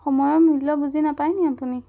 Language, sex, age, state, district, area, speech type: Assamese, female, 18-30, Assam, Jorhat, urban, spontaneous